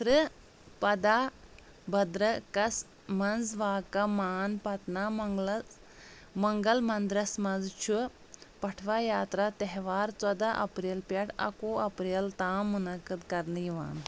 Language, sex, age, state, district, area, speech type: Kashmiri, female, 30-45, Jammu and Kashmir, Anantnag, rural, read